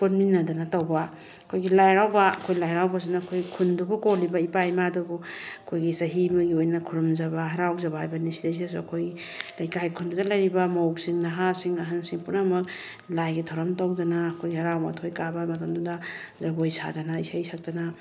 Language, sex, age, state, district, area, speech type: Manipuri, female, 45-60, Manipur, Bishnupur, rural, spontaneous